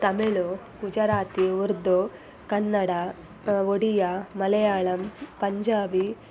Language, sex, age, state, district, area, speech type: Kannada, female, 18-30, Karnataka, Chitradurga, rural, spontaneous